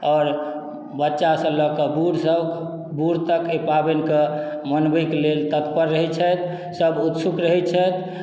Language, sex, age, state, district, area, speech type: Maithili, male, 45-60, Bihar, Madhubani, rural, spontaneous